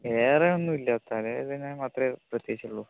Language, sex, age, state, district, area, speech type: Malayalam, male, 30-45, Kerala, Wayanad, rural, conversation